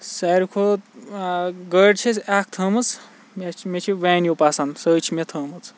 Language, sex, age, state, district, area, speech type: Kashmiri, male, 45-60, Jammu and Kashmir, Kulgam, rural, spontaneous